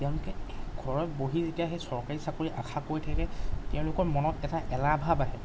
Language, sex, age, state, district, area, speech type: Assamese, male, 30-45, Assam, Golaghat, urban, spontaneous